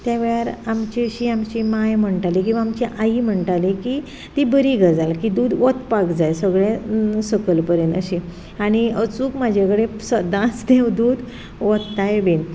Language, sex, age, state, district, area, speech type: Goan Konkani, female, 45-60, Goa, Ponda, rural, spontaneous